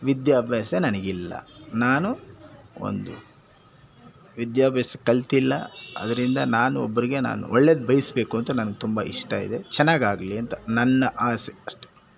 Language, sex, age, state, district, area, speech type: Kannada, male, 60+, Karnataka, Bangalore Rural, rural, spontaneous